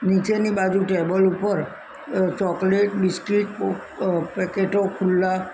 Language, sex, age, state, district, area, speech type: Gujarati, female, 60+, Gujarat, Kheda, rural, spontaneous